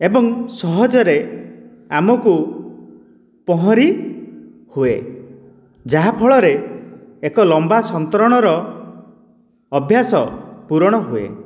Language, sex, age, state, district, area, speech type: Odia, male, 60+, Odisha, Dhenkanal, rural, spontaneous